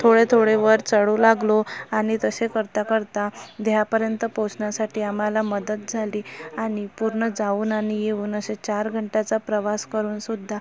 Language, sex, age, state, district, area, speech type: Marathi, female, 30-45, Maharashtra, Amravati, rural, spontaneous